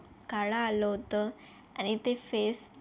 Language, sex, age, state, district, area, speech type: Marathi, female, 18-30, Maharashtra, Yavatmal, rural, spontaneous